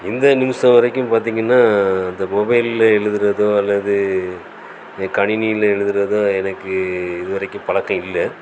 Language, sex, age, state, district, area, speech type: Tamil, male, 45-60, Tamil Nadu, Thoothukudi, rural, spontaneous